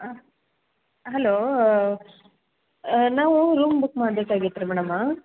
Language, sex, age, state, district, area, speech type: Kannada, female, 30-45, Karnataka, Belgaum, rural, conversation